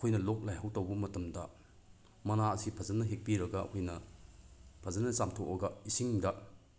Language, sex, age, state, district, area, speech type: Manipuri, male, 30-45, Manipur, Bishnupur, rural, spontaneous